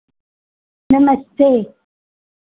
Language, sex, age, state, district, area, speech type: Hindi, female, 60+, Uttar Pradesh, Sitapur, rural, conversation